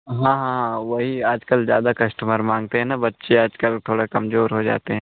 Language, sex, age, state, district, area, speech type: Hindi, male, 18-30, Uttar Pradesh, Pratapgarh, rural, conversation